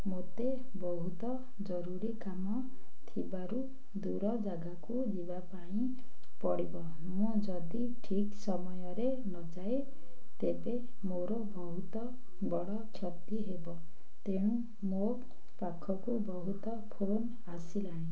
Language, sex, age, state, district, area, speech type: Odia, female, 60+, Odisha, Ganjam, urban, spontaneous